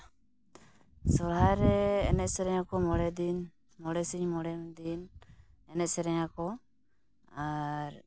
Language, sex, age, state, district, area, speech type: Santali, female, 18-30, West Bengal, Purulia, rural, spontaneous